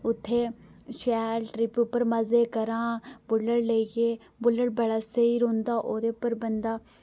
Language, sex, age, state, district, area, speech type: Dogri, female, 18-30, Jammu and Kashmir, Reasi, rural, spontaneous